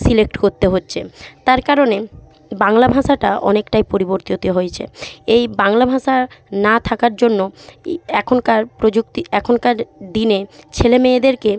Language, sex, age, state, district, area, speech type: Bengali, female, 45-60, West Bengal, Jhargram, rural, spontaneous